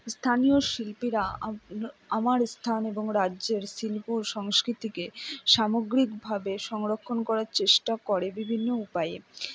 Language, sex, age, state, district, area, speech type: Bengali, female, 60+, West Bengal, Purba Bardhaman, rural, spontaneous